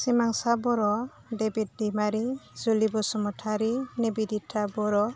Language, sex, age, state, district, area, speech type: Bodo, female, 30-45, Assam, Udalguri, urban, spontaneous